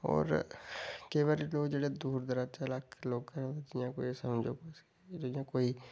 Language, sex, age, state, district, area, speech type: Dogri, male, 30-45, Jammu and Kashmir, Udhampur, rural, spontaneous